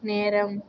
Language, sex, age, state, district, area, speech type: Tamil, female, 30-45, Tamil Nadu, Tiruvarur, rural, read